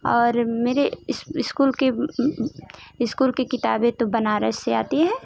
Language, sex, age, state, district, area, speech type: Hindi, female, 18-30, Uttar Pradesh, Ghazipur, urban, spontaneous